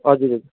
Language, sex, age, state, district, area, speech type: Nepali, male, 30-45, West Bengal, Kalimpong, rural, conversation